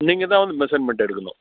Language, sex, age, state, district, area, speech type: Tamil, male, 60+, Tamil Nadu, Tiruvannamalai, rural, conversation